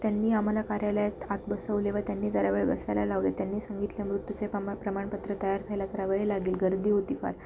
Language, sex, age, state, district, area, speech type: Marathi, female, 18-30, Maharashtra, Ahmednagar, rural, spontaneous